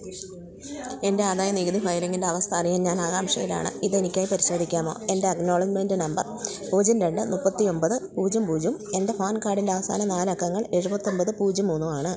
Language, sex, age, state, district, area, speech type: Malayalam, female, 45-60, Kerala, Idukki, rural, read